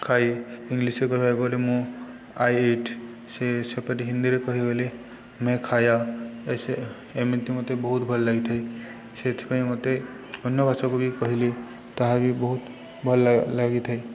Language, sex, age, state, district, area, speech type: Odia, male, 18-30, Odisha, Subarnapur, urban, spontaneous